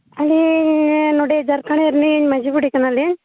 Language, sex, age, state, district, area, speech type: Santali, female, 18-30, Jharkhand, Seraikela Kharsawan, rural, conversation